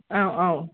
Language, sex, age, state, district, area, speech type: Bodo, female, 45-60, Assam, Kokrajhar, rural, conversation